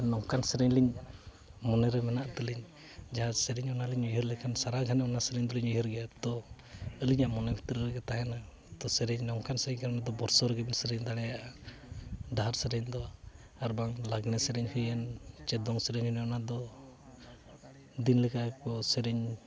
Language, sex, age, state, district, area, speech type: Santali, male, 45-60, Odisha, Mayurbhanj, rural, spontaneous